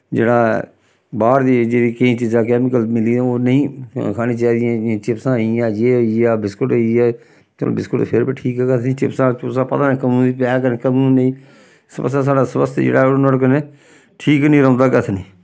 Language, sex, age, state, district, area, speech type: Dogri, male, 45-60, Jammu and Kashmir, Samba, rural, spontaneous